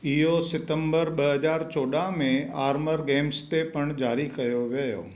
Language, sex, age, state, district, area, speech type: Sindhi, male, 60+, Gujarat, Kutch, rural, read